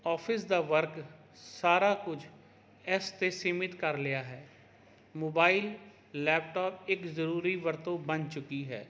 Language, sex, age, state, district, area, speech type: Punjabi, male, 30-45, Punjab, Jalandhar, urban, spontaneous